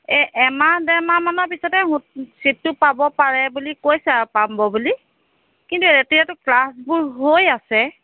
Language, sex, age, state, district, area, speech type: Assamese, female, 45-60, Assam, Golaghat, rural, conversation